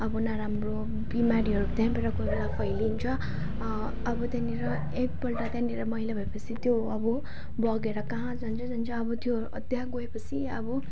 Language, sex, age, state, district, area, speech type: Nepali, female, 18-30, West Bengal, Jalpaiguri, urban, spontaneous